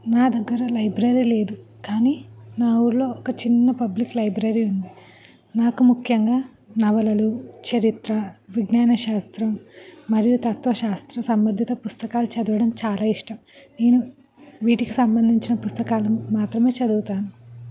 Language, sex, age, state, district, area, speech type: Telugu, female, 18-30, Telangana, Ranga Reddy, urban, spontaneous